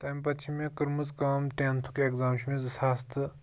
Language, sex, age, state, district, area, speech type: Kashmiri, male, 18-30, Jammu and Kashmir, Pulwama, rural, spontaneous